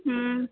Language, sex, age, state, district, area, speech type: Maithili, female, 18-30, Bihar, Madhubani, urban, conversation